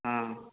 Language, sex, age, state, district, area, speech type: Urdu, male, 18-30, Uttar Pradesh, Balrampur, rural, conversation